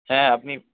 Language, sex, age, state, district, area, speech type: Bengali, male, 18-30, West Bengal, Nadia, rural, conversation